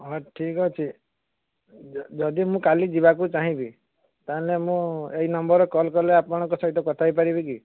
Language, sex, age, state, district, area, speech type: Odia, male, 30-45, Odisha, Balasore, rural, conversation